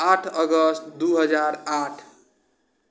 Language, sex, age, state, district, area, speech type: Maithili, male, 18-30, Bihar, Sitamarhi, urban, spontaneous